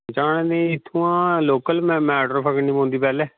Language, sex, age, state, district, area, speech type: Dogri, male, 30-45, Jammu and Kashmir, Jammu, rural, conversation